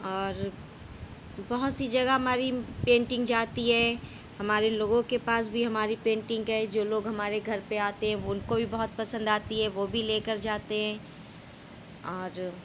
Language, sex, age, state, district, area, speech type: Urdu, female, 30-45, Uttar Pradesh, Shahjahanpur, urban, spontaneous